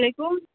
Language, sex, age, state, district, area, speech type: Urdu, female, 45-60, Uttar Pradesh, Rampur, urban, conversation